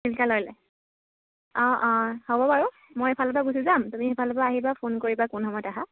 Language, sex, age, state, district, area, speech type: Assamese, female, 30-45, Assam, Dibrugarh, urban, conversation